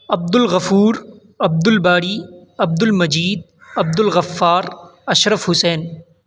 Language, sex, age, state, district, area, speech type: Urdu, male, 18-30, Uttar Pradesh, Saharanpur, urban, spontaneous